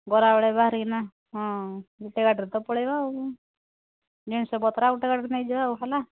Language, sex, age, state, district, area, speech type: Odia, female, 45-60, Odisha, Angul, rural, conversation